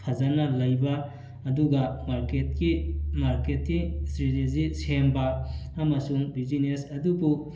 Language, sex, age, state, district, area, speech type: Manipuri, male, 30-45, Manipur, Thoubal, rural, spontaneous